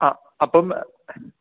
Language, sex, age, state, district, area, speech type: Malayalam, male, 18-30, Kerala, Idukki, urban, conversation